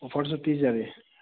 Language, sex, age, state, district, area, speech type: Manipuri, male, 30-45, Manipur, Thoubal, rural, conversation